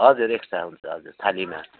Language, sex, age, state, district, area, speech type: Nepali, male, 30-45, West Bengal, Darjeeling, rural, conversation